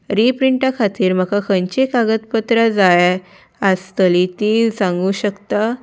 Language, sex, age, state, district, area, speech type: Goan Konkani, female, 18-30, Goa, Salcete, urban, spontaneous